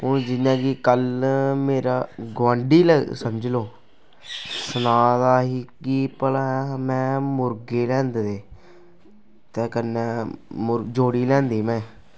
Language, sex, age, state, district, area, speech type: Dogri, male, 18-30, Jammu and Kashmir, Kathua, rural, spontaneous